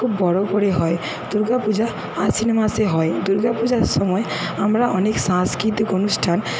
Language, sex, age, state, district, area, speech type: Bengali, female, 60+, West Bengal, Paschim Medinipur, rural, spontaneous